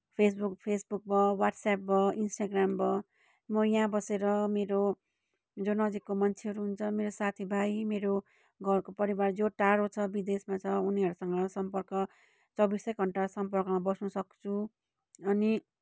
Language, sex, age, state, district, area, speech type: Nepali, female, 30-45, West Bengal, Kalimpong, rural, spontaneous